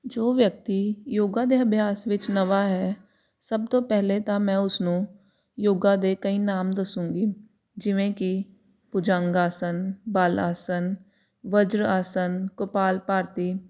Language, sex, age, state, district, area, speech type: Punjabi, female, 18-30, Punjab, Jalandhar, urban, spontaneous